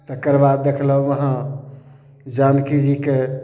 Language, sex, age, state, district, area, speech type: Maithili, male, 60+, Bihar, Samastipur, urban, spontaneous